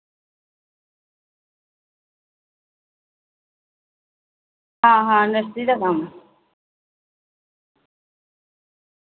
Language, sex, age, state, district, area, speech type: Dogri, female, 30-45, Jammu and Kashmir, Reasi, rural, conversation